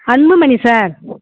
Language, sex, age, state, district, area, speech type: Tamil, female, 60+, Tamil Nadu, Tiruvannamalai, rural, conversation